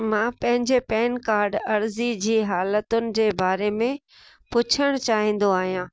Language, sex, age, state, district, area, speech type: Sindhi, female, 60+, Gujarat, Kutch, urban, read